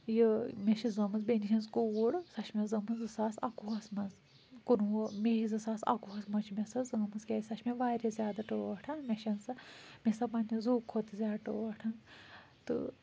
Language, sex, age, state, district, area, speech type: Kashmiri, female, 30-45, Jammu and Kashmir, Kulgam, rural, spontaneous